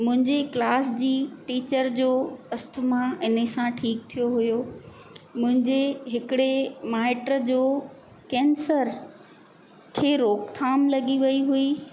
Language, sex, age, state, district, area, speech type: Sindhi, female, 45-60, Madhya Pradesh, Katni, urban, spontaneous